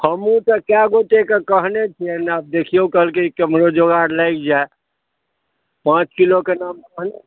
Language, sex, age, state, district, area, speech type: Maithili, male, 60+, Bihar, Madhubani, urban, conversation